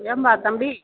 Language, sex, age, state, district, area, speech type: Tamil, female, 45-60, Tamil Nadu, Tiruvannamalai, urban, conversation